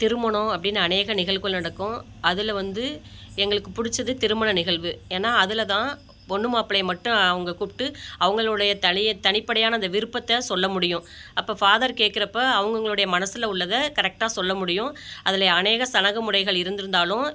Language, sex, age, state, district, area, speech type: Tamil, female, 45-60, Tamil Nadu, Ariyalur, rural, spontaneous